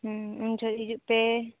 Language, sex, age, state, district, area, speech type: Santali, female, 30-45, Jharkhand, East Singhbhum, rural, conversation